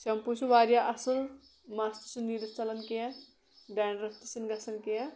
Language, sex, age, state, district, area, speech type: Kashmiri, male, 18-30, Jammu and Kashmir, Kulgam, rural, spontaneous